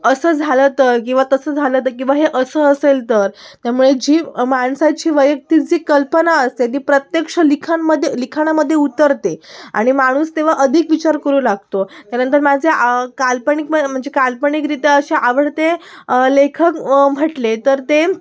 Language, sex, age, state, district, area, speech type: Marathi, female, 18-30, Maharashtra, Sindhudurg, urban, spontaneous